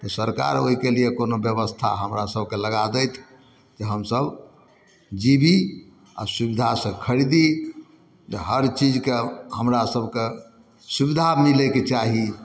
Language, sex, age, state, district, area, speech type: Maithili, male, 60+, Bihar, Samastipur, rural, spontaneous